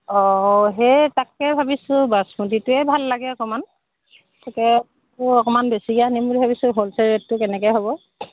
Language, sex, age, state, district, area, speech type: Assamese, female, 30-45, Assam, Charaideo, rural, conversation